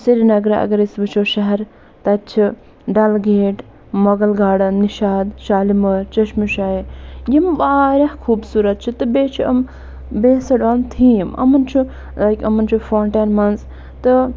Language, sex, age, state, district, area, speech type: Kashmiri, female, 45-60, Jammu and Kashmir, Budgam, rural, spontaneous